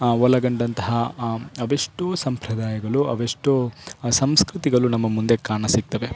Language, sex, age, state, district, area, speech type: Kannada, male, 18-30, Karnataka, Dakshina Kannada, rural, spontaneous